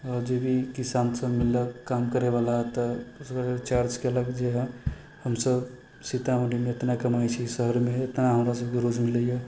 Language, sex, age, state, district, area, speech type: Maithili, male, 18-30, Bihar, Sitamarhi, rural, spontaneous